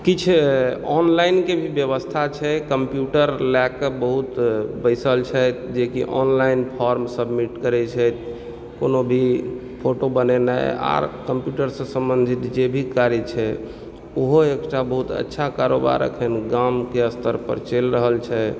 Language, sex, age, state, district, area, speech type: Maithili, male, 30-45, Bihar, Supaul, rural, spontaneous